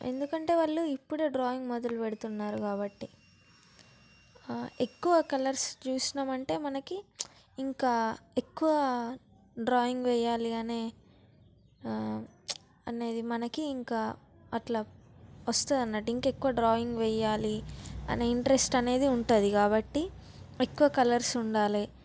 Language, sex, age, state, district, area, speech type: Telugu, female, 18-30, Telangana, Peddapalli, rural, spontaneous